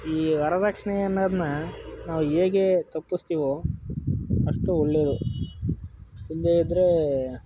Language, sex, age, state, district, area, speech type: Kannada, male, 18-30, Karnataka, Mysore, rural, spontaneous